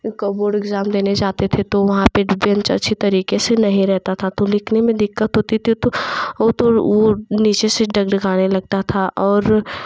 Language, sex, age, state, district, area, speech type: Hindi, female, 18-30, Uttar Pradesh, Jaunpur, urban, spontaneous